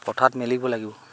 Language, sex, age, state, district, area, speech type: Assamese, male, 45-60, Assam, Sivasagar, rural, spontaneous